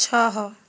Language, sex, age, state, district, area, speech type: Odia, female, 45-60, Odisha, Kandhamal, rural, read